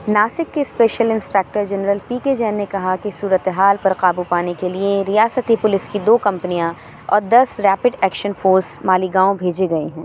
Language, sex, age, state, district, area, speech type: Urdu, female, 30-45, Uttar Pradesh, Aligarh, urban, read